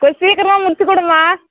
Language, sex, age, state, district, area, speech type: Tamil, female, 30-45, Tamil Nadu, Tirupattur, rural, conversation